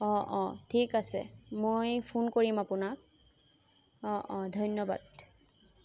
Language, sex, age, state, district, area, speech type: Assamese, female, 18-30, Assam, Sonitpur, rural, spontaneous